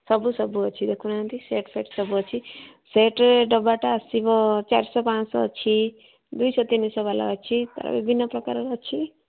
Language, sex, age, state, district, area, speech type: Odia, female, 60+, Odisha, Jharsuguda, rural, conversation